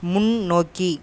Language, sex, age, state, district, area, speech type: Tamil, male, 18-30, Tamil Nadu, Cuddalore, rural, read